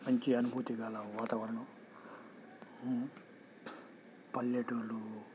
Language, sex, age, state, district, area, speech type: Telugu, male, 45-60, Telangana, Hyderabad, rural, spontaneous